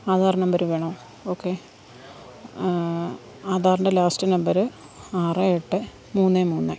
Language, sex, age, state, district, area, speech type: Malayalam, female, 30-45, Kerala, Alappuzha, rural, spontaneous